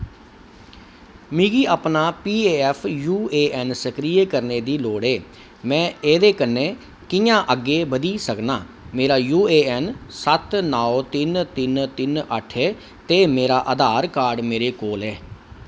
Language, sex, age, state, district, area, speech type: Dogri, male, 45-60, Jammu and Kashmir, Kathua, urban, read